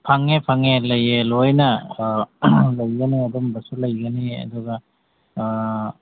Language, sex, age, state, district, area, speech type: Manipuri, male, 45-60, Manipur, Imphal East, rural, conversation